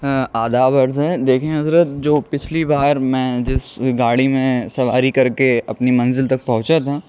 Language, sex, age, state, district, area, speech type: Urdu, male, 60+, Uttar Pradesh, Shahjahanpur, rural, spontaneous